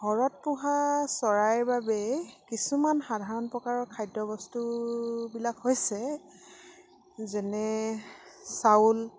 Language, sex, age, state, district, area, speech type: Assamese, female, 45-60, Assam, Dibrugarh, rural, spontaneous